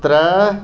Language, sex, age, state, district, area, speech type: Dogri, male, 45-60, Jammu and Kashmir, Reasi, rural, read